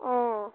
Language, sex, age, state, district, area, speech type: Assamese, female, 18-30, Assam, Nagaon, rural, conversation